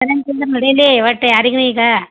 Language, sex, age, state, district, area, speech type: Kannada, female, 45-60, Karnataka, Gulbarga, urban, conversation